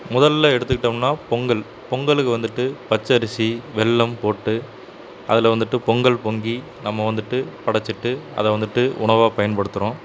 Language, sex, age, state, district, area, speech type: Tamil, male, 30-45, Tamil Nadu, Namakkal, rural, spontaneous